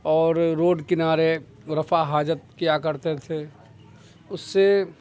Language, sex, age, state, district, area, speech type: Urdu, male, 45-60, Bihar, Khagaria, rural, spontaneous